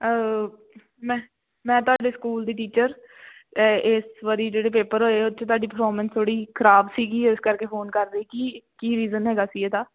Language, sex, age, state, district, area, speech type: Punjabi, female, 18-30, Punjab, Amritsar, urban, conversation